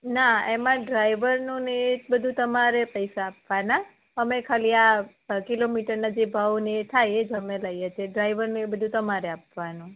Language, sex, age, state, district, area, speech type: Gujarati, female, 30-45, Gujarat, Kheda, rural, conversation